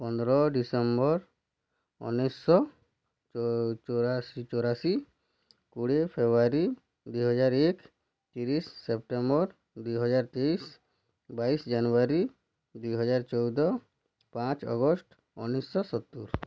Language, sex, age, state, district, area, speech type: Odia, male, 30-45, Odisha, Bargarh, rural, spontaneous